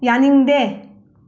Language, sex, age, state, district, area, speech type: Manipuri, female, 30-45, Manipur, Imphal West, rural, read